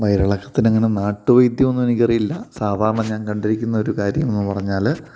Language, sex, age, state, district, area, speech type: Malayalam, male, 30-45, Kerala, Kottayam, rural, spontaneous